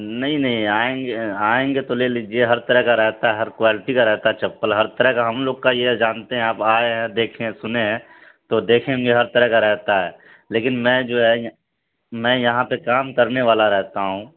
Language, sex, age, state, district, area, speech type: Urdu, male, 30-45, Bihar, Supaul, rural, conversation